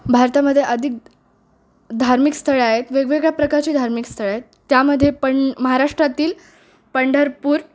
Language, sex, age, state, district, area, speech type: Marathi, female, 18-30, Maharashtra, Nanded, rural, spontaneous